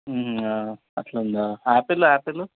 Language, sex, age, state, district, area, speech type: Telugu, male, 18-30, Telangana, Hyderabad, rural, conversation